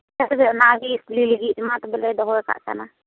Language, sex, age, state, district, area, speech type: Santali, female, 18-30, West Bengal, Uttar Dinajpur, rural, conversation